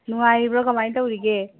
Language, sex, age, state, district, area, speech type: Manipuri, female, 45-60, Manipur, Tengnoupal, rural, conversation